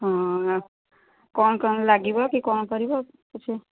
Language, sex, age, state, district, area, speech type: Odia, female, 60+, Odisha, Gajapati, rural, conversation